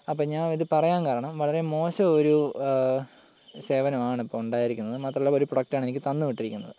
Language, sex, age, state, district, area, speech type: Malayalam, male, 18-30, Kerala, Kottayam, rural, spontaneous